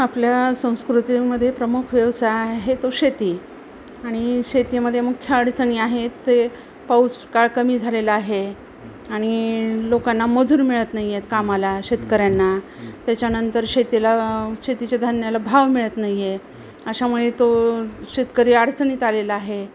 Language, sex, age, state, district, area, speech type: Marathi, female, 45-60, Maharashtra, Osmanabad, rural, spontaneous